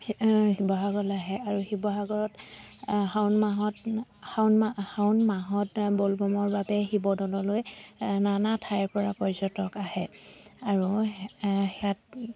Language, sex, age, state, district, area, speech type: Assamese, female, 30-45, Assam, Dibrugarh, rural, spontaneous